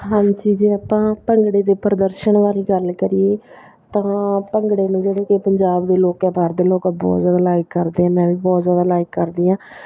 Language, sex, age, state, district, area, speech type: Punjabi, female, 30-45, Punjab, Bathinda, rural, spontaneous